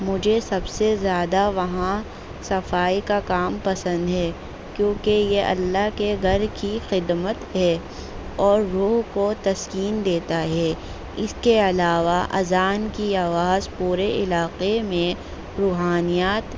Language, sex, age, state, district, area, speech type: Urdu, female, 18-30, Delhi, North East Delhi, urban, spontaneous